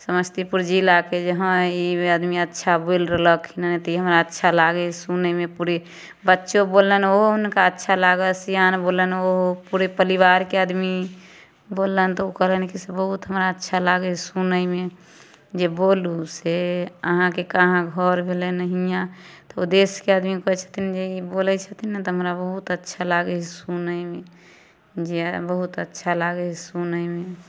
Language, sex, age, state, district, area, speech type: Maithili, female, 30-45, Bihar, Samastipur, rural, spontaneous